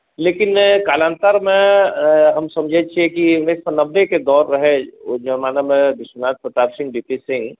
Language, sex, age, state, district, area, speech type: Maithili, male, 45-60, Bihar, Saharsa, urban, conversation